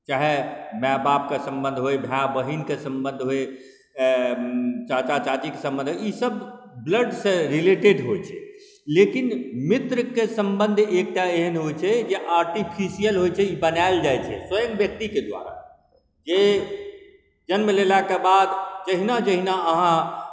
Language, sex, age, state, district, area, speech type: Maithili, male, 45-60, Bihar, Supaul, urban, spontaneous